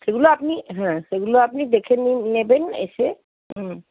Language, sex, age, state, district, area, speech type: Bengali, female, 60+, West Bengal, Paschim Bardhaman, urban, conversation